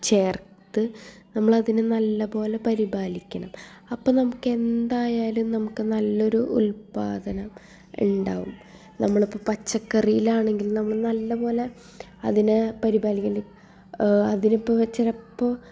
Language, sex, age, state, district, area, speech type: Malayalam, female, 18-30, Kerala, Thrissur, urban, spontaneous